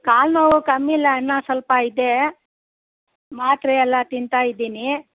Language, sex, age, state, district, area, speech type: Kannada, female, 60+, Karnataka, Bangalore Rural, rural, conversation